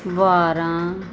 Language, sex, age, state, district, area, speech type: Punjabi, female, 30-45, Punjab, Muktsar, urban, read